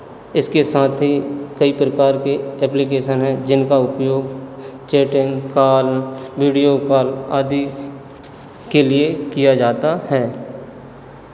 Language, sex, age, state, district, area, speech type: Hindi, male, 30-45, Madhya Pradesh, Hoshangabad, rural, spontaneous